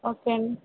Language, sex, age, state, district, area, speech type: Telugu, female, 30-45, Andhra Pradesh, Vizianagaram, rural, conversation